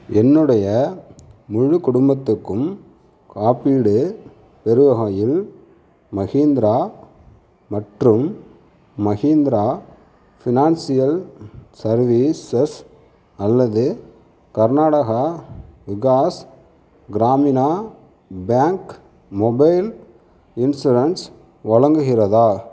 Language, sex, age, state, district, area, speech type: Tamil, male, 60+, Tamil Nadu, Sivaganga, urban, read